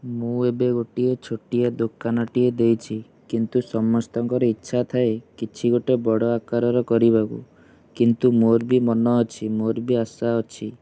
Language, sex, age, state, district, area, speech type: Odia, male, 18-30, Odisha, Kendujhar, urban, spontaneous